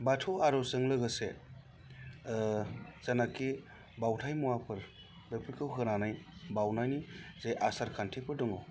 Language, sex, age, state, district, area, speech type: Bodo, male, 30-45, Assam, Baksa, urban, spontaneous